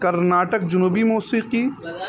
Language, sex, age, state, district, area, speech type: Urdu, male, 30-45, Uttar Pradesh, Balrampur, rural, spontaneous